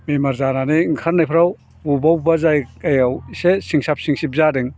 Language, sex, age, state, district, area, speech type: Bodo, male, 60+, Assam, Chirang, rural, spontaneous